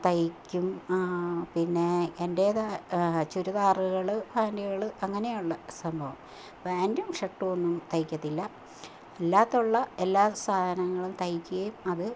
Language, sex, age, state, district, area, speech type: Malayalam, female, 45-60, Kerala, Kottayam, rural, spontaneous